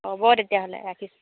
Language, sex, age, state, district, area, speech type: Assamese, female, 45-60, Assam, Dibrugarh, rural, conversation